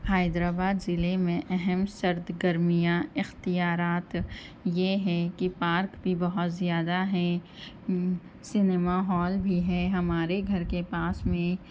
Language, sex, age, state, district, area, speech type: Urdu, female, 30-45, Telangana, Hyderabad, urban, spontaneous